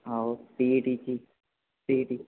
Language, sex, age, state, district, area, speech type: Marathi, male, 18-30, Maharashtra, Yavatmal, rural, conversation